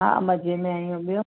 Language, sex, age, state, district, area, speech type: Sindhi, female, 45-60, Gujarat, Surat, urban, conversation